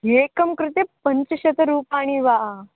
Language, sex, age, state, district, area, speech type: Sanskrit, female, 18-30, Karnataka, Gadag, urban, conversation